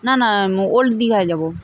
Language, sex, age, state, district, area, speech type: Bengali, female, 60+, West Bengal, Purba Medinipur, rural, spontaneous